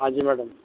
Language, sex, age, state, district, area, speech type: Urdu, male, 45-60, Delhi, Central Delhi, urban, conversation